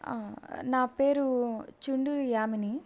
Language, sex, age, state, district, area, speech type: Telugu, female, 18-30, Andhra Pradesh, Bapatla, urban, spontaneous